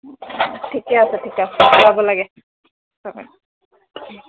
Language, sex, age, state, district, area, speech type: Assamese, female, 30-45, Assam, Dhemaji, rural, conversation